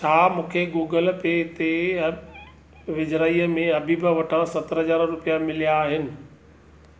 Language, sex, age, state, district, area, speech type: Sindhi, male, 45-60, Maharashtra, Thane, urban, read